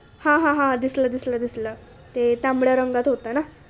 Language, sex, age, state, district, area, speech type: Marathi, female, 18-30, Maharashtra, Nashik, urban, spontaneous